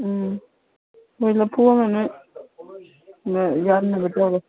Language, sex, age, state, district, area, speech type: Manipuri, female, 45-60, Manipur, Imphal East, rural, conversation